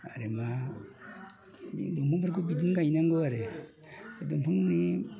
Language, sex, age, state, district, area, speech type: Bodo, male, 45-60, Assam, Udalguri, rural, spontaneous